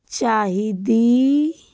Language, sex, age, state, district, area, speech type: Punjabi, female, 30-45, Punjab, Fazilka, rural, read